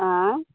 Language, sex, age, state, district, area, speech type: Maithili, female, 18-30, Bihar, Samastipur, rural, conversation